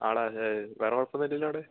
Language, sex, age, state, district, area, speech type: Malayalam, male, 18-30, Kerala, Thrissur, rural, conversation